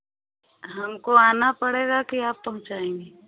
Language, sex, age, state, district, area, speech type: Hindi, female, 45-60, Uttar Pradesh, Chandauli, rural, conversation